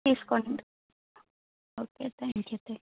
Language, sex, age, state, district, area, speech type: Telugu, female, 18-30, Telangana, Adilabad, rural, conversation